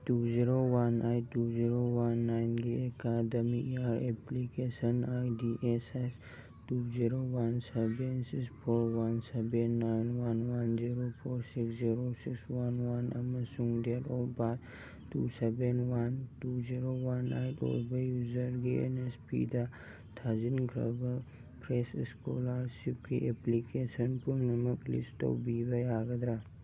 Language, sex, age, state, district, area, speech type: Manipuri, male, 18-30, Manipur, Churachandpur, rural, read